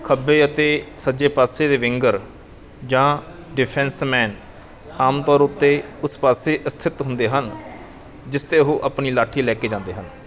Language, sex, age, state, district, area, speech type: Punjabi, male, 45-60, Punjab, Bathinda, urban, read